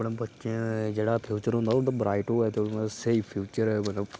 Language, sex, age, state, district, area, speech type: Dogri, male, 30-45, Jammu and Kashmir, Udhampur, rural, spontaneous